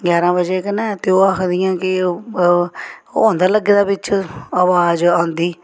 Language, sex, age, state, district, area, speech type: Dogri, female, 45-60, Jammu and Kashmir, Samba, rural, spontaneous